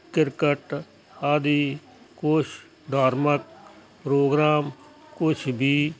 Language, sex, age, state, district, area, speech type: Punjabi, male, 60+, Punjab, Hoshiarpur, rural, spontaneous